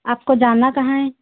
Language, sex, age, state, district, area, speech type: Hindi, female, 30-45, Uttar Pradesh, Hardoi, rural, conversation